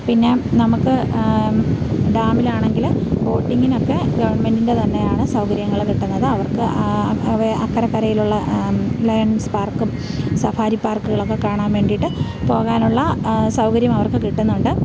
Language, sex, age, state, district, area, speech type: Malayalam, female, 30-45, Kerala, Thiruvananthapuram, rural, spontaneous